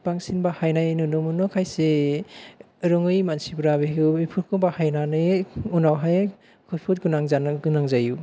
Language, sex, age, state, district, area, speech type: Bodo, male, 30-45, Assam, Kokrajhar, urban, spontaneous